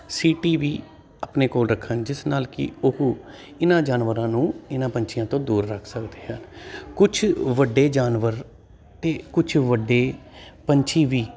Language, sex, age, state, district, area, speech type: Punjabi, male, 30-45, Punjab, Jalandhar, urban, spontaneous